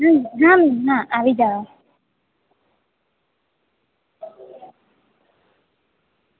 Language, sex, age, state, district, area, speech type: Gujarati, female, 18-30, Gujarat, Valsad, rural, conversation